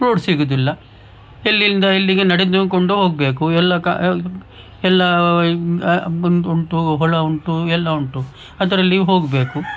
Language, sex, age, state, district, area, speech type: Kannada, male, 60+, Karnataka, Udupi, rural, spontaneous